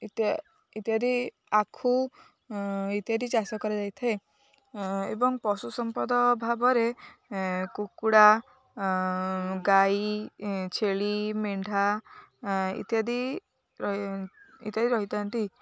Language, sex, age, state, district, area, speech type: Odia, female, 18-30, Odisha, Jagatsinghpur, urban, spontaneous